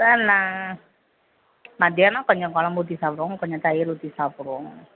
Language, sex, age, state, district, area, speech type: Tamil, female, 30-45, Tamil Nadu, Thoothukudi, urban, conversation